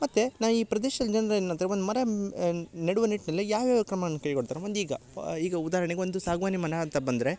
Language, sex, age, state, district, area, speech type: Kannada, male, 18-30, Karnataka, Uttara Kannada, rural, spontaneous